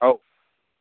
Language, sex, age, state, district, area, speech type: Odia, male, 18-30, Odisha, Sambalpur, rural, conversation